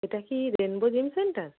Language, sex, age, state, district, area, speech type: Bengali, female, 30-45, West Bengal, North 24 Parganas, urban, conversation